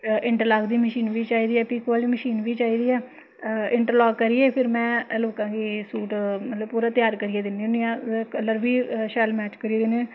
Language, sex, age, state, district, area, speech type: Dogri, female, 30-45, Jammu and Kashmir, Samba, rural, spontaneous